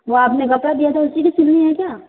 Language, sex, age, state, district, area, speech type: Hindi, female, 30-45, Rajasthan, Jodhpur, urban, conversation